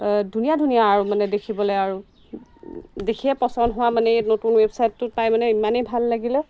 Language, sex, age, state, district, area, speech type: Assamese, female, 30-45, Assam, Golaghat, rural, spontaneous